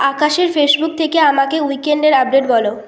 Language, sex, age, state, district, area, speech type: Bengali, female, 18-30, West Bengal, Bankura, urban, read